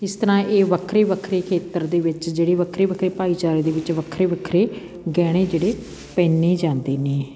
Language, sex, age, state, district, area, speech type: Punjabi, female, 45-60, Punjab, Patiala, rural, spontaneous